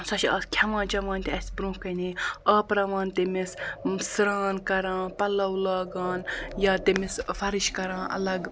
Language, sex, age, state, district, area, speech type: Kashmiri, male, 45-60, Jammu and Kashmir, Baramulla, rural, spontaneous